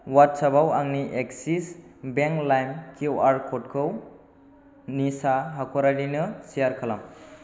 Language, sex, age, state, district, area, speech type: Bodo, male, 18-30, Assam, Chirang, urban, read